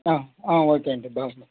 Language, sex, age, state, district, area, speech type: Telugu, male, 18-30, Andhra Pradesh, Sri Balaji, urban, conversation